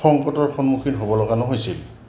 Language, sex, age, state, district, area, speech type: Assamese, male, 60+, Assam, Goalpara, urban, spontaneous